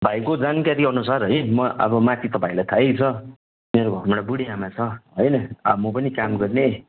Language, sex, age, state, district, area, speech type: Nepali, male, 30-45, West Bengal, Kalimpong, rural, conversation